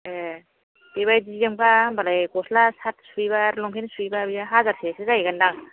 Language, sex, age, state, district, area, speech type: Bodo, female, 30-45, Assam, Kokrajhar, rural, conversation